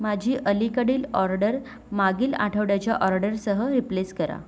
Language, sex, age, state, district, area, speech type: Marathi, female, 30-45, Maharashtra, Nagpur, urban, read